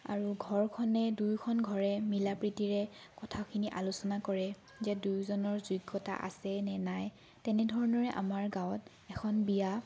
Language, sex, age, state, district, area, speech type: Assamese, female, 18-30, Assam, Sonitpur, rural, spontaneous